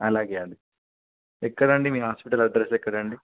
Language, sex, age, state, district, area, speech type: Telugu, male, 18-30, Telangana, Kamareddy, urban, conversation